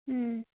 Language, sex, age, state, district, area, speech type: Kannada, female, 45-60, Karnataka, Tumkur, rural, conversation